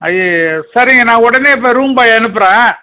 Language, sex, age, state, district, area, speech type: Tamil, male, 60+, Tamil Nadu, Cuddalore, rural, conversation